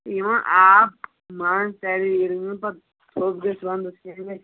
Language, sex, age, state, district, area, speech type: Kashmiri, male, 18-30, Jammu and Kashmir, Shopian, rural, conversation